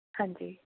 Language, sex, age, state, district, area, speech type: Punjabi, female, 30-45, Punjab, Patiala, rural, conversation